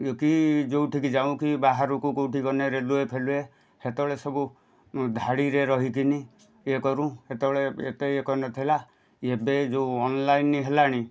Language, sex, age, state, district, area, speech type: Odia, male, 45-60, Odisha, Kendujhar, urban, spontaneous